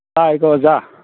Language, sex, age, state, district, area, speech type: Manipuri, male, 18-30, Manipur, Kangpokpi, urban, conversation